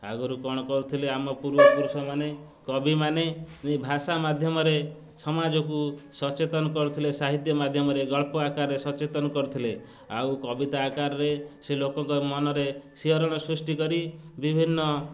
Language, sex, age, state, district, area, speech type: Odia, male, 30-45, Odisha, Jagatsinghpur, urban, spontaneous